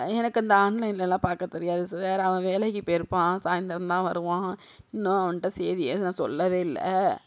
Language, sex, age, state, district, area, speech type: Tamil, female, 60+, Tamil Nadu, Sivaganga, rural, spontaneous